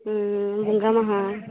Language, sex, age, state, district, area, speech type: Santali, female, 18-30, West Bengal, Purba Bardhaman, rural, conversation